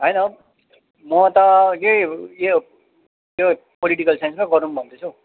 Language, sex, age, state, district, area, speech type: Nepali, male, 30-45, West Bengal, Jalpaiguri, urban, conversation